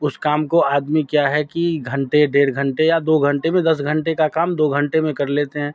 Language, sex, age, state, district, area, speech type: Hindi, male, 60+, Bihar, Darbhanga, urban, spontaneous